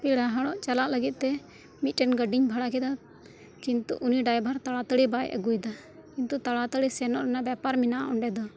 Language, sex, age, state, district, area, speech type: Santali, female, 18-30, West Bengal, Birbhum, rural, spontaneous